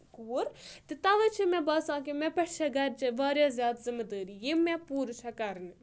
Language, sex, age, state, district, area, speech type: Kashmiri, female, 18-30, Jammu and Kashmir, Budgam, rural, spontaneous